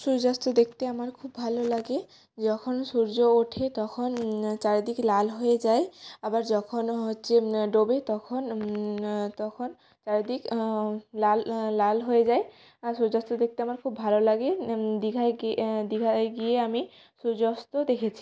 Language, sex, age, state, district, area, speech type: Bengali, female, 18-30, West Bengal, Jalpaiguri, rural, spontaneous